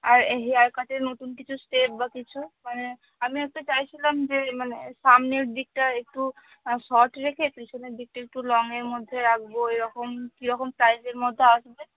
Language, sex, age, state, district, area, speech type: Bengali, female, 18-30, West Bengal, Cooch Behar, rural, conversation